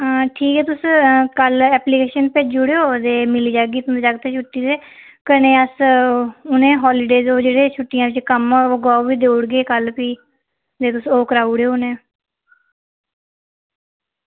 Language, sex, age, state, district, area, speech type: Dogri, female, 30-45, Jammu and Kashmir, Reasi, urban, conversation